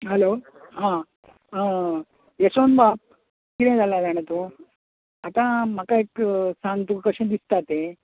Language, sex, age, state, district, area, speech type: Goan Konkani, male, 60+, Goa, Bardez, urban, conversation